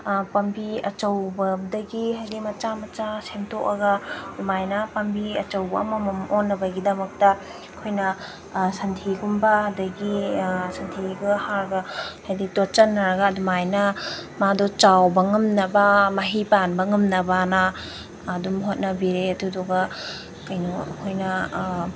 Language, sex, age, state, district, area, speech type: Manipuri, female, 18-30, Manipur, Kakching, rural, spontaneous